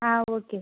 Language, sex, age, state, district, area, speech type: Tamil, female, 18-30, Tamil Nadu, Pudukkottai, rural, conversation